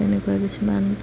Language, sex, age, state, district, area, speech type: Assamese, female, 30-45, Assam, Darrang, rural, spontaneous